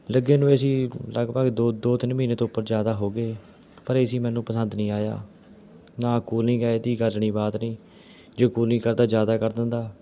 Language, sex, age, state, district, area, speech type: Punjabi, male, 30-45, Punjab, Rupnagar, rural, spontaneous